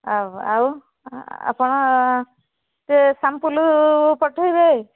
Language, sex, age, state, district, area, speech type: Odia, female, 45-60, Odisha, Nayagarh, rural, conversation